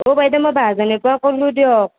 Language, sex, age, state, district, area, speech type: Assamese, female, 18-30, Assam, Nalbari, rural, conversation